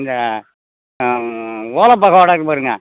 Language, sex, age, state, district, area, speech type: Tamil, male, 60+, Tamil Nadu, Ariyalur, rural, conversation